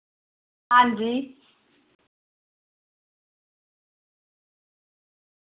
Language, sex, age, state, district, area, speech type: Dogri, female, 30-45, Jammu and Kashmir, Reasi, rural, conversation